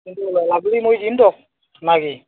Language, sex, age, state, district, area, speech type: Assamese, male, 30-45, Assam, Barpeta, rural, conversation